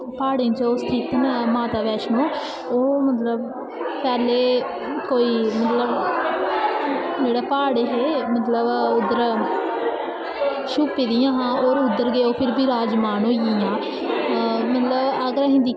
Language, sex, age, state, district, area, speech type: Dogri, female, 18-30, Jammu and Kashmir, Kathua, rural, spontaneous